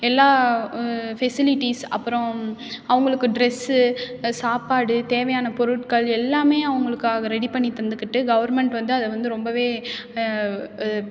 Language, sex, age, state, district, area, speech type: Tamil, female, 18-30, Tamil Nadu, Tiruchirappalli, rural, spontaneous